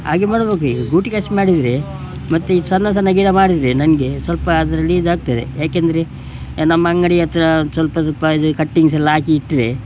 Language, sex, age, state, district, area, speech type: Kannada, male, 60+, Karnataka, Udupi, rural, spontaneous